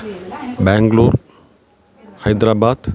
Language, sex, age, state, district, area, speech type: Malayalam, male, 45-60, Kerala, Kollam, rural, spontaneous